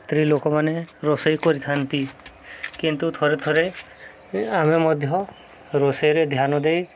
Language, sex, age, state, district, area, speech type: Odia, male, 30-45, Odisha, Subarnapur, urban, spontaneous